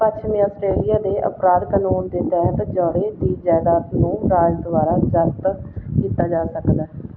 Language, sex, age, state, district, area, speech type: Punjabi, female, 30-45, Punjab, Bathinda, rural, read